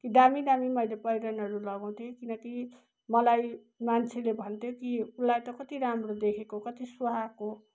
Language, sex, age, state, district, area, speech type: Nepali, female, 60+, West Bengal, Kalimpong, rural, spontaneous